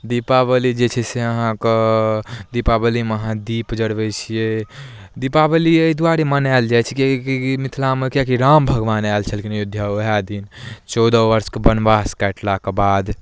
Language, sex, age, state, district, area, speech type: Maithili, male, 18-30, Bihar, Darbhanga, rural, spontaneous